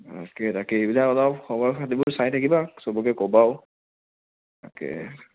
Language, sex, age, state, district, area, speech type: Assamese, male, 30-45, Assam, Sonitpur, rural, conversation